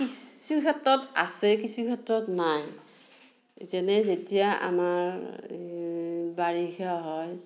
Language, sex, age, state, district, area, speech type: Assamese, female, 60+, Assam, Darrang, rural, spontaneous